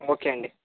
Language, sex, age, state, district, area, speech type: Telugu, male, 45-60, Andhra Pradesh, Chittoor, urban, conversation